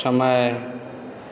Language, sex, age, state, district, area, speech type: Maithili, male, 18-30, Bihar, Supaul, rural, read